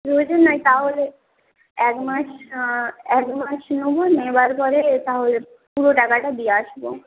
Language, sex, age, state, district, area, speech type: Bengali, female, 18-30, West Bengal, Jhargram, rural, conversation